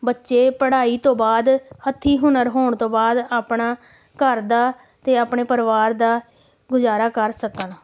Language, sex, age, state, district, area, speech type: Punjabi, female, 18-30, Punjab, Amritsar, urban, spontaneous